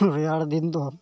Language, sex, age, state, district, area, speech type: Santali, male, 45-60, Jharkhand, East Singhbhum, rural, spontaneous